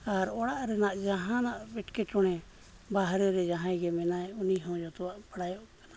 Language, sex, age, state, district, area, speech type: Santali, male, 45-60, Jharkhand, East Singhbhum, rural, spontaneous